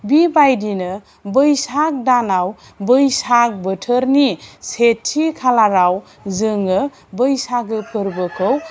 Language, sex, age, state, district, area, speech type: Bodo, female, 45-60, Assam, Chirang, rural, spontaneous